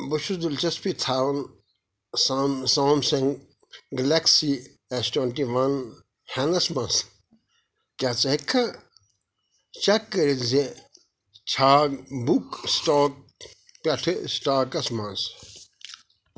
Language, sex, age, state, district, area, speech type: Kashmiri, male, 45-60, Jammu and Kashmir, Pulwama, rural, read